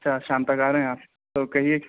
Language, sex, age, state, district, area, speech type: Urdu, male, 30-45, Delhi, North East Delhi, urban, conversation